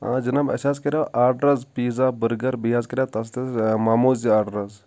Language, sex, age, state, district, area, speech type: Kashmiri, male, 30-45, Jammu and Kashmir, Shopian, rural, spontaneous